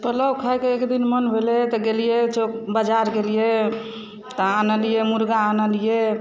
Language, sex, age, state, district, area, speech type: Maithili, female, 30-45, Bihar, Darbhanga, urban, spontaneous